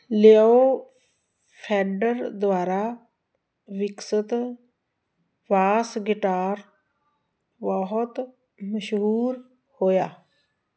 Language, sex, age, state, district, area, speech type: Punjabi, female, 45-60, Punjab, Muktsar, urban, read